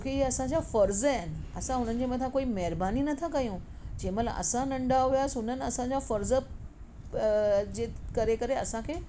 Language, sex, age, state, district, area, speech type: Sindhi, female, 45-60, Maharashtra, Mumbai Suburban, urban, spontaneous